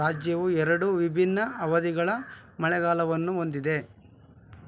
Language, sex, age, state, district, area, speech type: Kannada, male, 30-45, Karnataka, Bangalore Rural, rural, read